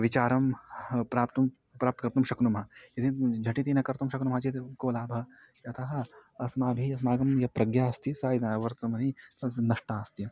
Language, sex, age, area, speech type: Sanskrit, male, 18-30, rural, spontaneous